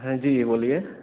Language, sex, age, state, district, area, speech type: Hindi, male, 18-30, Bihar, Samastipur, urban, conversation